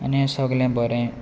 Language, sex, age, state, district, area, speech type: Goan Konkani, male, 18-30, Goa, Quepem, rural, spontaneous